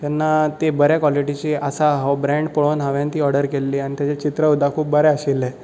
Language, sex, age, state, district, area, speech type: Goan Konkani, male, 18-30, Goa, Bardez, urban, spontaneous